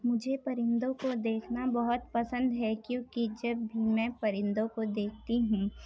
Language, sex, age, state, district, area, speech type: Urdu, female, 18-30, Uttar Pradesh, Ghaziabad, urban, spontaneous